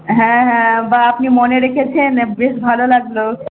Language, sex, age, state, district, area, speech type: Bengali, female, 18-30, West Bengal, Malda, urban, conversation